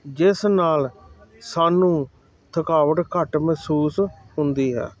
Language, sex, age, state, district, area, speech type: Punjabi, male, 45-60, Punjab, Hoshiarpur, urban, spontaneous